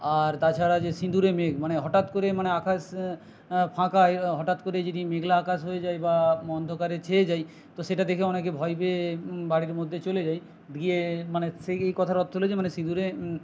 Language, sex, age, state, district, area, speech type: Bengali, male, 60+, West Bengal, Jhargram, rural, spontaneous